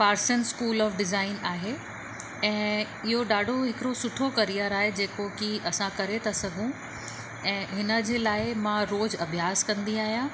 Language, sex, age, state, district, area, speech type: Sindhi, female, 60+, Uttar Pradesh, Lucknow, urban, spontaneous